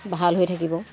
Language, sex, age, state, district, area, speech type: Assamese, female, 60+, Assam, Golaghat, rural, spontaneous